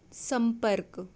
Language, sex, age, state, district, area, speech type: Hindi, female, 18-30, Madhya Pradesh, Bhopal, urban, read